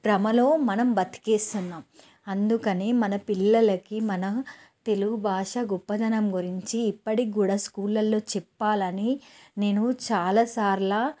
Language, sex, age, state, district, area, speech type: Telugu, female, 45-60, Telangana, Nalgonda, urban, spontaneous